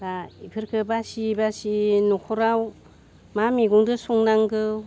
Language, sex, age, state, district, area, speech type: Bodo, female, 60+, Assam, Baksa, rural, spontaneous